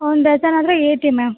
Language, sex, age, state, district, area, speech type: Kannada, female, 18-30, Karnataka, Bellary, urban, conversation